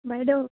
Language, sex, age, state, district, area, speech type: Assamese, female, 30-45, Assam, Golaghat, urban, conversation